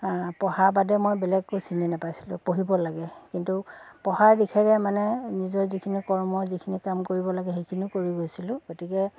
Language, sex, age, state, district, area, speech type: Assamese, female, 45-60, Assam, Dhemaji, urban, spontaneous